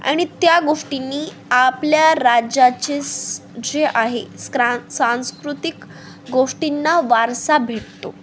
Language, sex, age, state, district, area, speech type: Marathi, female, 18-30, Maharashtra, Nanded, rural, spontaneous